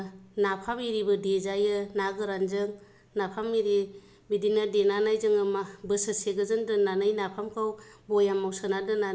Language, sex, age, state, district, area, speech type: Bodo, female, 30-45, Assam, Kokrajhar, rural, spontaneous